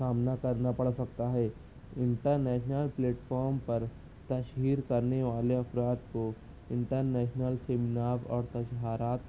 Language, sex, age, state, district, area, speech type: Urdu, male, 18-30, Maharashtra, Nashik, urban, spontaneous